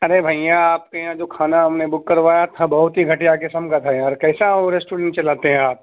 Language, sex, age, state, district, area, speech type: Urdu, male, 30-45, Uttar Pradesh, Gautam Buddha Nagar, urban, conversation